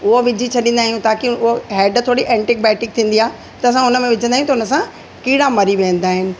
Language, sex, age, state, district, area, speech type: Sindhi, female, 45-60, Delhi, South Delhi, urban, spontaneous